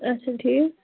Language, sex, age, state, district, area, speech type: Kashmiri, female, 30-45, Jammu and Kashmir, Anantnag, rural, conversation